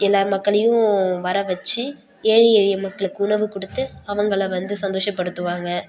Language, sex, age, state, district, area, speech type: Tamil, female, 18-30, Tamil Nadu, Nagapattinam, rural, spontaneous